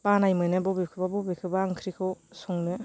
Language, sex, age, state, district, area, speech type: Bodo, female, 30-45, Assam, Baksa, rural, spontaneous